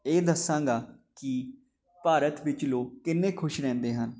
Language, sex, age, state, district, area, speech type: Punjabi, male, 18-30, Punjab, Jalandhar, urban, spontaneous